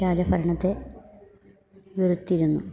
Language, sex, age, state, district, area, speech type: Malayalam, female, 60+, Kerala, Idukki, rural, spontaneous